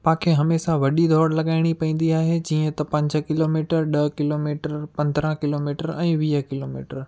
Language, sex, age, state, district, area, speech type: Sindhi, male, 30-45, Gujarat, Kutch, urban, spontaneous